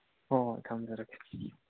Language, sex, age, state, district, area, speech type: Manipuri, male, 30-45, Manipur, Churachandpur, rural, conversation